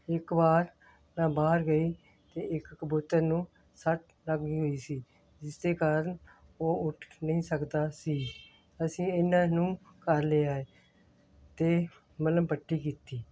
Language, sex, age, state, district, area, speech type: Punjabi, female, 60+, Punjab, Hoshiarpur, rural, spontaneous